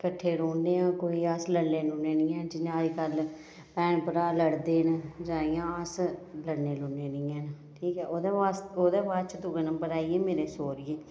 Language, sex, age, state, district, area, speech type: Dogri, female, 30-45, Jammu and Kashmir, Reasi, rural, spontaneous